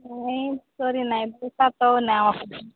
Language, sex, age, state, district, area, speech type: Odia, female, 30-45, Odisha, Nabarangpur, urban, conversation